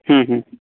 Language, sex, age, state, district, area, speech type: Santali, male, 18-30, West Bengal, Birbhum, rural, conversation